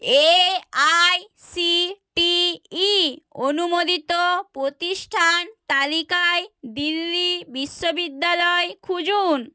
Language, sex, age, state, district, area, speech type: Bengali, female, 30-45, West Bengal, Nadia, rural, read